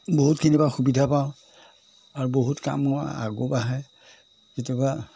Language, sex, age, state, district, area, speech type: Assamese, male, 60+, Assam, Majuli, urban, spontaneous